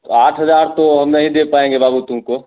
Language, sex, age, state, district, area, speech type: Hindi, male, 18-30, Bihar, Begusarai, rural, conversation